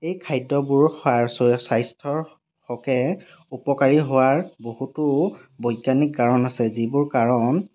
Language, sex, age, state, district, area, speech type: Assamese, male, 18-30, Assam, Lakhimpur, rural, spontaneous